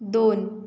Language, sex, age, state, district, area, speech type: Marathi, female, 18-30, Maharashtra, Wardha, urban, read